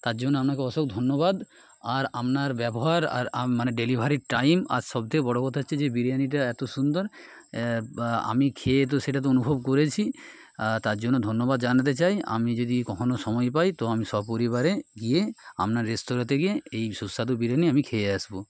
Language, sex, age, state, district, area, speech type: Bengali, male, 30-45, West Bengal, Nadia, urban, spontaneous